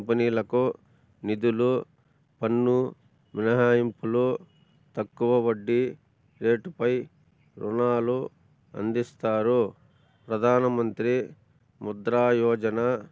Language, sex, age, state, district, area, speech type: Telugu, male, 45-60, Andhra Pradesh, Annamaya, rural, spontaneous